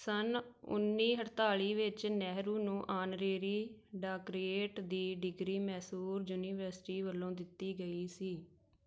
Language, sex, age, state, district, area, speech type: Punjabi, female, 30-45, Punjab, Tarn Taran, rural, read